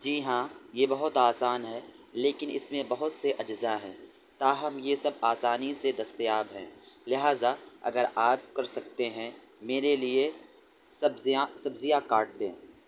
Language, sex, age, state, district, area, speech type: Urdu, male, 18-30, Delhi, North West Delhi, urban, read